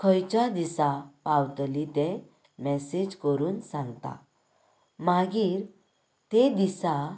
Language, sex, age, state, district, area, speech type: Goan Konkani, female, 18-30, Goa, Canacona, rural, spontaneous